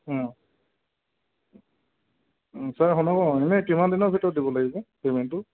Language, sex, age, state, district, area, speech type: Assamese, male, 18-30, Assam, Dhemaji, rural, conversation